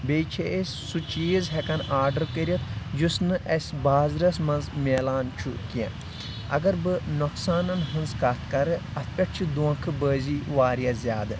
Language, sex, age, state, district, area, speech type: Kashmiri, male, 18-30, Jammu and Kashmir, Kulgam, rural, spontaneous